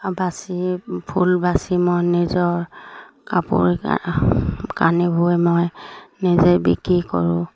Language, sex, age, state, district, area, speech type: Assamese, female, 45-60, Assam, Sivasagar, rural, spontaneous